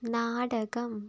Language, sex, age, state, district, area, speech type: Malayalam, female, 18-30, Kerala, Wayanad, rural, read